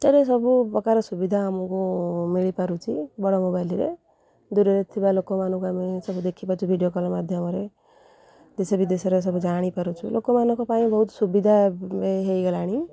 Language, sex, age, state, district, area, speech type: Odia, female, 30-45, Odisha, Kendrapara, urban, spontaneous